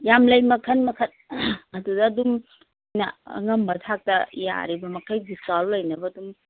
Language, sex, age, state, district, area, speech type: Manipuri, female, 45-60, Manipur, Kangpokpi, urban, conversation